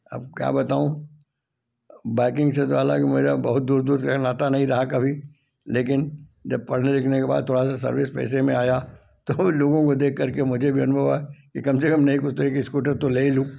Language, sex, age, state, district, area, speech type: Hindi, male, 60+, Madhya Pradesh, Gwalior, rural, spontaneous